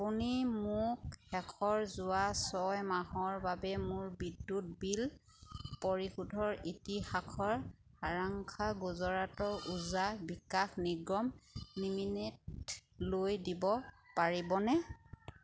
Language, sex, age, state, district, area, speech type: Assamese, female, 30-45, Assam, Sivasagar, rural, read